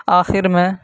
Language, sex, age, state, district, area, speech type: Urdu, male, 18-30, Uttar Pradesh, Saharanpur, urban, spontaneous